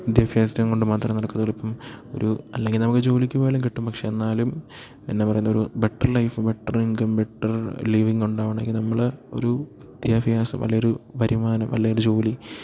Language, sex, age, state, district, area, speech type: Malayalam, male, 18-30, Kerala, Idukki, rural, spontaneous